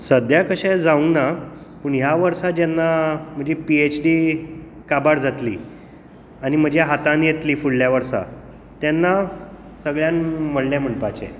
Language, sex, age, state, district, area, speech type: Goan Konkani, male, 30-45, Goa, Tiswadi, rural, spontaneous